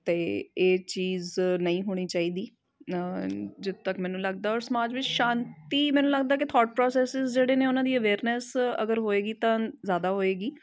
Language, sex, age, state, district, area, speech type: Punjabi, female, 30-45, Punjab, Amritsar, urban, spontaneous